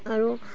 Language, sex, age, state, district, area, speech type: Assamese, female, 18-30, Assam, Udalguri, rural, spontaneous